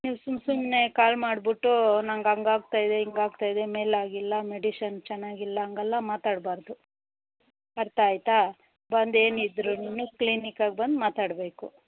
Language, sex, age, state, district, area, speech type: Kannada, female, 45-60, Karnataka, Bangalore Rural, rural, conversation